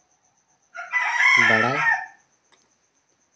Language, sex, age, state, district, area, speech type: Santali, male, 18-30, West Bengal, Bankura, rural, spontaneous